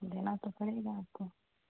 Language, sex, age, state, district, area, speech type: Urdu, female, 18-30, Bihar, Supaul, rural, conversation